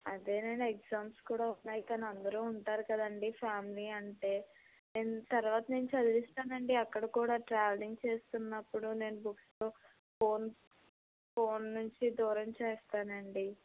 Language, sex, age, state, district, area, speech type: Telugu, female, 18-30, Andhra Pradesh, N T Rama Rao, urban, conversation